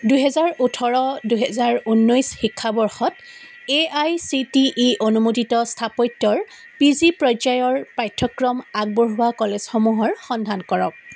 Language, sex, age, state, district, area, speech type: Assamese, female, 45-60, Assam, Dibrugarh, rural, read